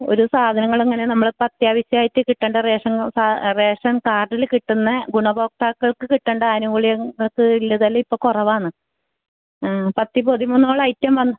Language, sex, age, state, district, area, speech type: Malayalam, female, 45-60, Kerala, Kasaragod, rural, conversation